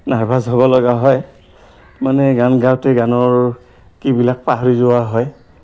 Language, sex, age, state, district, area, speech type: Assamese, male, 60+, Assam, Goalpara, urban, spontaneous